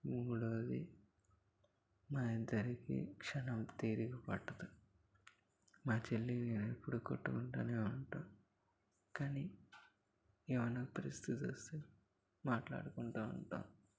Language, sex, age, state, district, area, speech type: Telugu, male, 18-30, Andhra Pradesh, Eluru, urban, spontaneous